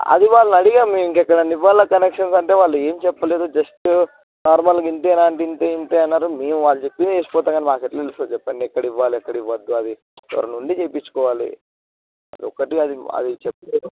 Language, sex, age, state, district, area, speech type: Telugu, male, 18-30, Telangana, Siddipet, rural, conversation